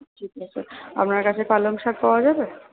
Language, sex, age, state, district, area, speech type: Bengali, female, 45-60, West Bengal, Purba Bardhaman, rural, conversation